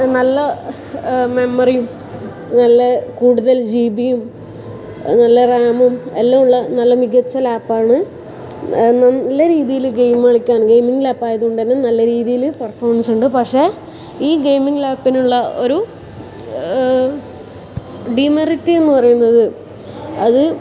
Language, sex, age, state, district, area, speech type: Malayalam, female, 18-30, Kerala, Kasaragod, urban, spontaneous